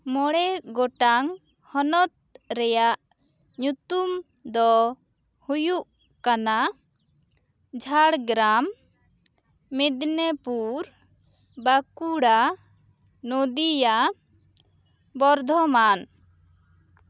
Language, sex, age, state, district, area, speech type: Santali, female, 18-30, West Bengal, Bankura, rural, spontaneous